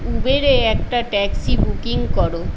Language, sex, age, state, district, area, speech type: Bengali, female, 60+, West Bengal, Paschim Medinipur, rural, read